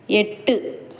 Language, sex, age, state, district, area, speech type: Tamil, female, 18-30, Tamil Nadu, Tiruvallur, rural, read